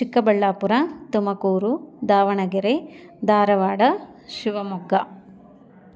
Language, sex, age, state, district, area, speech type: Kannada, female, 30-45, Karnataka, Chikkaballapur, rural, spontaneous